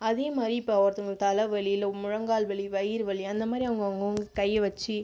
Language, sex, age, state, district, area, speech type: Tamil, female, 30-45, Tamil Nadu, Viluppuram, rural, spontaneous